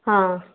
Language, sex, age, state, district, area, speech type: Kannada, female, 45-60, Karnataka, Chikkaballapur, rural, conversation